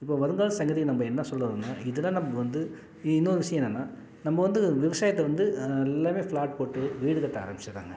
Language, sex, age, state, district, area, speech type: Tamil, male, 45-60, Tamil Nadu, Salem, rural, spontaneous